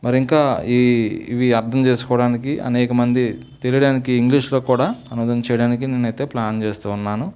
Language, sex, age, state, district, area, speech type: Telugu, male, 45-60, Andhra Pradesh, Eluru, rural, spontaneous